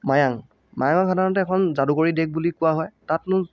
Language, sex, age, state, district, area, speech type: Assamese, male, 18-30, Assam, Lakhimpur, rural, spontaneous